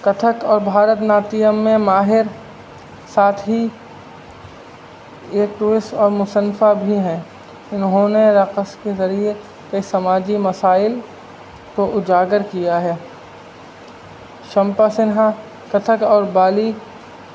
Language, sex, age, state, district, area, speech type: Urdu, male, 30-45, Uttar Pradesh, Rampur, urban, spontaneous